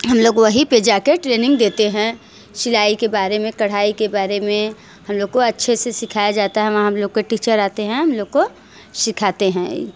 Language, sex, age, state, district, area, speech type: Hindi, female, 30-45, Uttar Pradesh, Mirzapur, rural, spontaneous